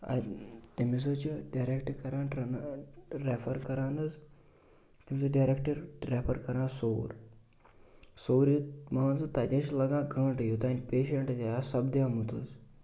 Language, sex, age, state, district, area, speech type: Kashmiri, male, 18-30, Jammu and Kashmir, Bandipora, rural, spontaneous